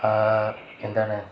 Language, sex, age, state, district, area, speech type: Malayalam, male, 18-30, Kerala, Kozhikode, rural, spontaneous